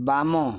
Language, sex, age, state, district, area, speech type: Odia, male, 45-60, Odisha, Balangir, urban, read